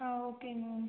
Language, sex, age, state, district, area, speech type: Tamil, female, 18-30, Tamil Nadu, Cuddalore, rural, conversation